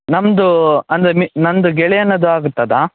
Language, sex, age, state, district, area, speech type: Kannada, male, 18-30, Karnataka, Shimoga, rural, conversation